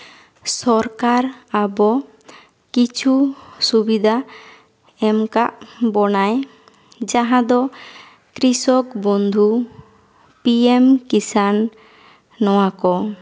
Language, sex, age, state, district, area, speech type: Santali, female, 18-30, West Bengal, Bankura, rural, spontaneous